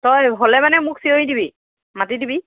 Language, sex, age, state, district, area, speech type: Assamese, female, 30-45, Assam, Dhemaji, rural, conversation